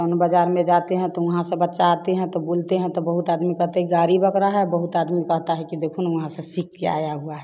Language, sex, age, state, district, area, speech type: Hindi, female, 30-45, Bihar, Samastipur, rural, spontaneous